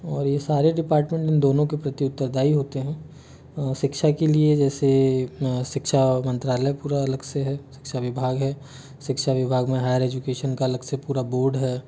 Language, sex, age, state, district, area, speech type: Hindi, male, 30-45, Delhi, New Delhi, urban, spontaneous